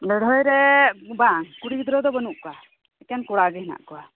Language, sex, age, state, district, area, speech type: Santali, female, 30-45, West Bengal, Birbhum, rural, conversation